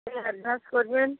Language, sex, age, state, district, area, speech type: Bengali, female, 45-60, West Bengal, North 24 Parganas, rural, conversation